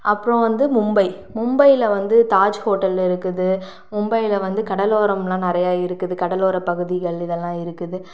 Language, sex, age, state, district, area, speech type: Tamil, female, 30-45, Tamil Nadu, Sivaganga, rural, spontaneous